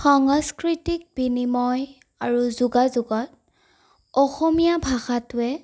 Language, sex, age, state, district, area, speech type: Assamese, female, 18-30, Assam, Sonitpur, rural, spontaneous